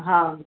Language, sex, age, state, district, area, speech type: Sindhi, female, 45-60, Gujarat, Surat, urban, conversation